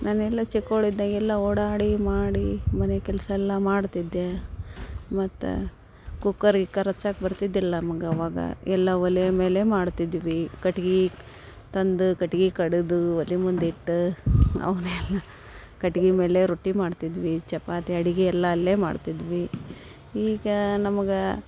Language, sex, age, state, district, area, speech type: Kannada, female, 30-45, Karnataka, Dharwad, rural, spontaneous